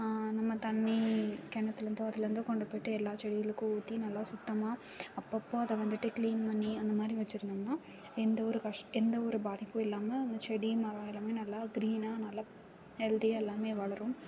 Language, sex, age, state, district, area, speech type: Tamil, female, 18-30, Tamil Nadu, Karur, rural, spontaneous